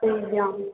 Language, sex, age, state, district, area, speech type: Odia, female, 30-45, Odisha, Balangir, urban, conversation